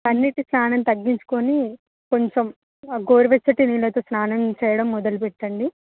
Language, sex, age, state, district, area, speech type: Telugu, female, 18-30, Telangana, Hyderabad, urban, conversation